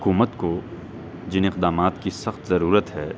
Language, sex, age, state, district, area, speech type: Urdu, male, 18-30, Delhi, North West Delhi, urban, spontaneous